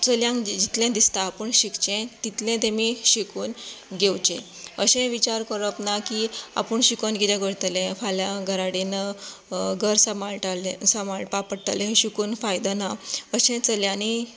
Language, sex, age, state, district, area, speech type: Goan Konkani, female, 30-45, Goa, Canacona, rural, spontaneous